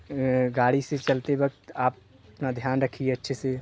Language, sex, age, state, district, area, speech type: Hindi, male, 18-30, Uttar Pradesh, Jaunpur, rural, spontaneous